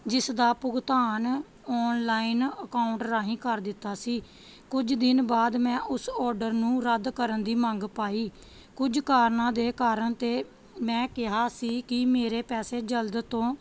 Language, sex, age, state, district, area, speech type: Punjabi, female, 30-45, Punjab, Pathankot, rural, spontaneous